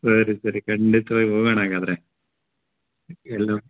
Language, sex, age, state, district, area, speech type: Kannada, male, 45-60, Karnataka, Koppal, rural, conversation